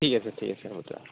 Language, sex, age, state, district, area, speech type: Assamese, male, 30-45, Assam, Goalpara, rural, conversation